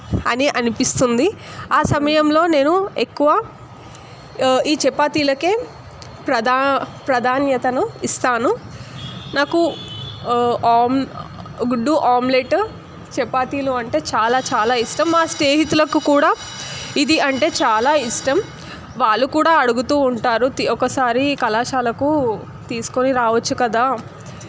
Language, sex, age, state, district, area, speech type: Telugu, female, 18-30, Telangana, Nalgonda, urban, spontaneous